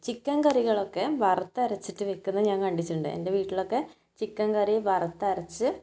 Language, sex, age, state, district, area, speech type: Malayalam, female, 18-30, Kerala, Kannur, rural, spontaneous